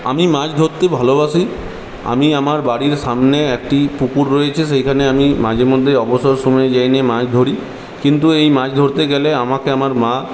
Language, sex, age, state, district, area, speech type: Bengali, male, 18-30, West Bengal, Purulia, urban, spontaneous